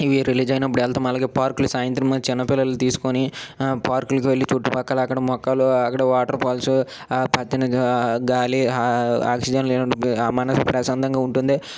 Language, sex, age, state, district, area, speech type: Telugu, male, 18-30, Andhra Pradesh, Srikakulam, urban, spontaneous